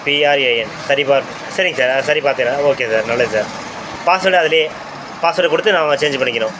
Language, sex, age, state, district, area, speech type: Tamil, male, 45-60, Tamil Nadu, Thanjavur, rural, spontaneous